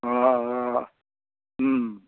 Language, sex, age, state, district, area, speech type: Assamese, male, 60+, Assam, Majuli, urban, conversation